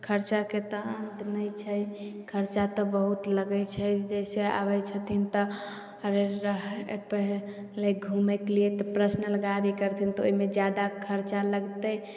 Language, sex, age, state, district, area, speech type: Maithili, female, 18-30, Bihar, Samastipur, urban, spontaneous